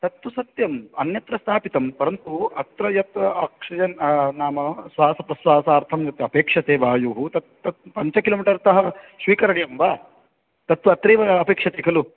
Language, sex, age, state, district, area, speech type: Sanskrit, male, 18-30, Odisha, Jagatsinghpur, urban, conversation